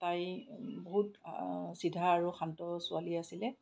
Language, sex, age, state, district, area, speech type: Assamese, female, 45-60, Assam, Kamrup Metropolitan, urban, spontaneous